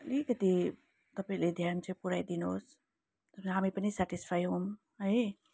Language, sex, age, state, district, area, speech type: Nepali, female, 30-45, West Bengal, Kalimpong, rural, spontaneous